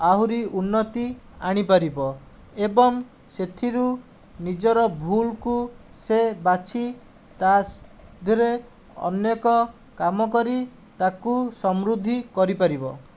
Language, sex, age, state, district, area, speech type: Odia, male, 60+, Odisha, Jajpur, rural, spontaneous